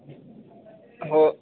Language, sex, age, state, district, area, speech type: Marathi, male, 30-45, Maharashtra, Akola, urban, conversation